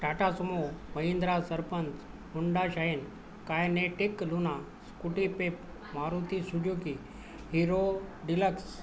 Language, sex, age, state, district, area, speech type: Marathi, male, 60+, Maharashtra, Nanded, urban, spontaneous